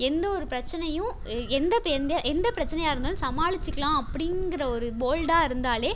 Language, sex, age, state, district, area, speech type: Tamil, female, 18-30, Tamil Nadu, Tiruchirappalli, rural, spontaneous